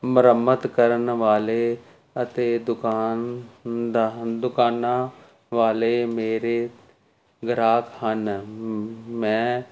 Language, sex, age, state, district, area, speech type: Punjabi, male, 45-60, Punjab, Jalandhar, urban, spontaneous